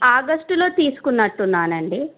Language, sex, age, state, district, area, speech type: Telugu, female, 30-45, Telangana, Medchal, rural, conversation